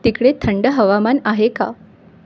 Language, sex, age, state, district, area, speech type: Marathi, female, 18-30, Maharashtra, Amravati, rural, read